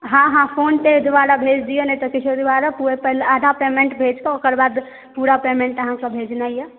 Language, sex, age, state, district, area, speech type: Maithili, female, 18-30, Bihar, Supaul, rural, conversation